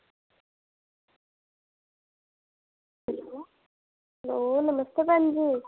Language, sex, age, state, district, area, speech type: Dogri, female, 45-60, Jammu and Kashmir, Reasi, urban, conversation